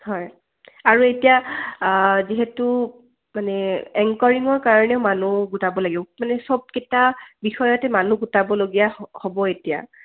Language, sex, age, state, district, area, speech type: Assamese, female, 18-30, Assam, Kamrup Metropolitan, urban, conversation